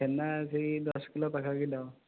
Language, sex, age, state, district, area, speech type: Odia, male, 18-30, Odisha, Jajpur, rural, conversation